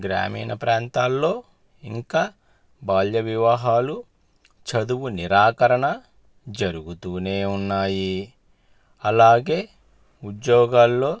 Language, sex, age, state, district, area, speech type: Telugu, male, 30-45, Andhra Pradesh, Palnadu, urban, spontaneous